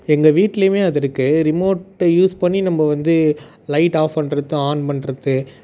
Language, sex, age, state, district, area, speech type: Tamil, male, 18-30, Tamil Nadu, Tiruvannamalai, urban, spontaneous